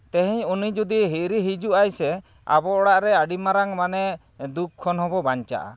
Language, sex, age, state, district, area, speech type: Santali, male, 30-45, Jharkhand, East Singhbhum, rural, spontaneous